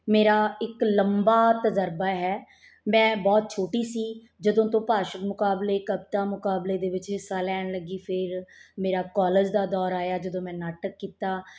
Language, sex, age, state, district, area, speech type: Punjabi, female, 45-60, Punjab, Mansa, urban, spontaneous